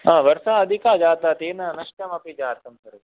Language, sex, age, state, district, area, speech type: Sanskrit, male, 18-30, Rajasthan, Jodhpur, rural, conversation